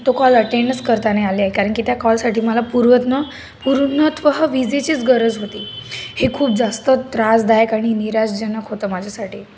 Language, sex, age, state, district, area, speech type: Marathi, female, 18-30, Maharashtra, Nashik, urban, spontaneous